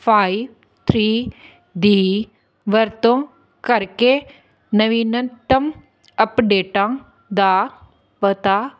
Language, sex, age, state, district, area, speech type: Punjabi, female, 18-30, Punjab, Hoshiarpur, rural, read